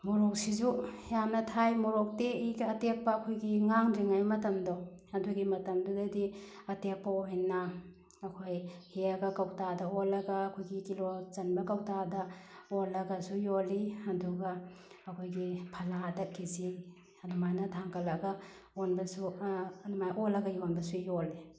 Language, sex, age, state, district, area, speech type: Manipuri, female, 30-45, Manipur, Bishnupur, rural, spontaneous